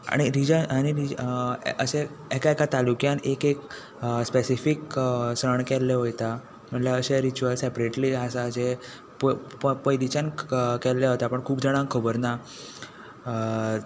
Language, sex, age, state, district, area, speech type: Goan Konkani, male, 18-30, Goa, Tiswadi, rural, spontaneous